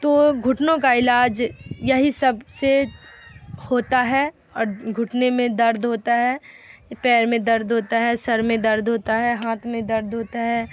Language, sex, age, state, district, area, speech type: Urdu, female, 18-30, Bihar, Darbhanga, rural, spontaneous